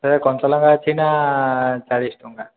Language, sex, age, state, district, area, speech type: Odia, male, 18-30, Odisha, Khordha, rural, conversation